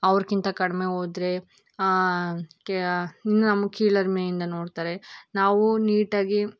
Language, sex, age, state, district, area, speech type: Kannada, female, 18-30, Karnataka, Tumkur, urban, spontaneous